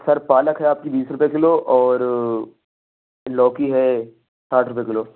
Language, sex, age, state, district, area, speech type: Urdu, male, 18-30, Uttar Pradesh, Ghaziabad, urban, conversation